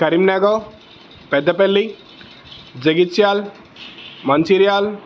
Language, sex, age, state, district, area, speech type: Telugu, male, 18-30, Telangana, Peddapalli, rural, spontaneous